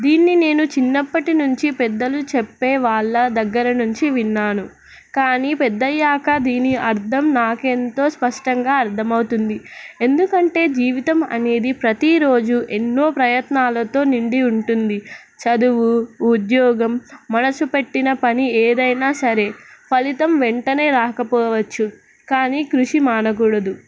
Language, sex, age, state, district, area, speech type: Telugu, female, 18-30, Telangana, Nizamabad, urban, spontaneous